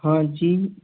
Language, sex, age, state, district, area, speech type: Hindi, male, 18-30, Madhya Pradesh, Gwalior, urban, conversation